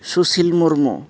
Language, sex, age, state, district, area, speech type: Santali, male, 30-45, Jharkhand, East Singhbhum, rural, spontaneous